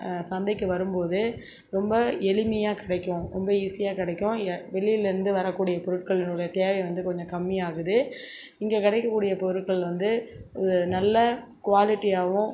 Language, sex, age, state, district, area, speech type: Tamil, female, 45-60, Tamil Nadu, Cuddalore, rural, spontaneous